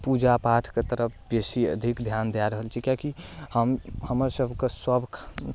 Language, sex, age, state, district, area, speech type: Maithili, male, 18-30, Bihar, Darbhanga, rural, spontaneous